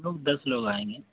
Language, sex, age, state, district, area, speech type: Urdu, male, 18-30, Bihar, Purnia, rural, conversation